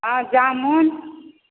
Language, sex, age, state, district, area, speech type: Maithili, female, 60+, Bihar, Supaul, urban, conversation